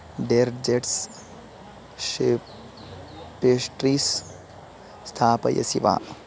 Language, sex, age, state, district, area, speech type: Sanskrit, male, 18-30, Karnataka, Bangalore Rural, rural, read